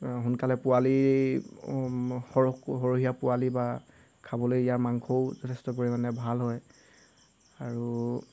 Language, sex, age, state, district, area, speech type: Assamese, male, 18-30, Assam, Golaghat, rural, spontaneous